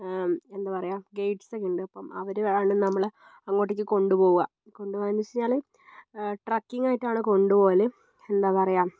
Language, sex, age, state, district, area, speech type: Malayalam, female, 18-30, Kerala, Wayanad, rural, spontaneous